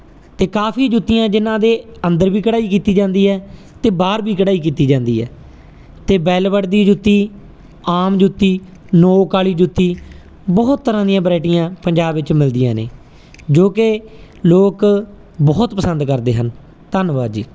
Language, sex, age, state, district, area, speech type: Punjabi, male, 30-45, Punjab, Mansa, urban, spontaneous